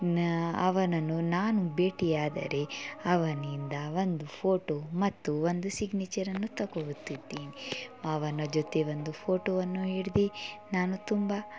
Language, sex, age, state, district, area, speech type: Kannada, female, 18-30, Karnataka, Mysore, rural, spontaneous